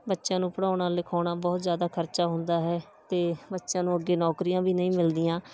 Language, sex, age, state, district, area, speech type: Punjabi, female, 18-30, Punjab, Bathinda, rural, spontaneous